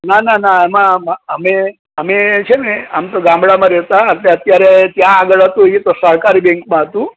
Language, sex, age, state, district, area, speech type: Gujarati, male, 60+, Gujarat, Junagadh, urban, conversation